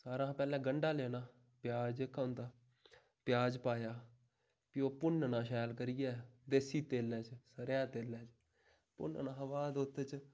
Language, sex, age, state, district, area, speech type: Dogri, male, 30-45, Jammu and Kashmir, Udhampur, rural, spontaneous